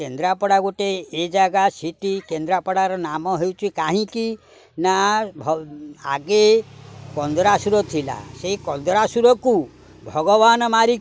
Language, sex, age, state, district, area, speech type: Odia, male, 60+, Odisha, Kendrapara, urban, spontaneous